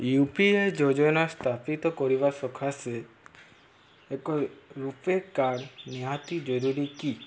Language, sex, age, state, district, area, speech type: Odia, male, 18-30, Odisha, Subarnapur, urban, read